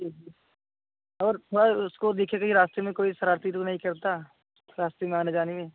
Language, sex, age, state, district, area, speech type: Hindi, male, 30-45, Uttar Pradesh, Jaunpur, urban, conversation